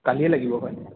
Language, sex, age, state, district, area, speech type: Assamese, male, 18-30, Assam, Sonitpur, urban, conversation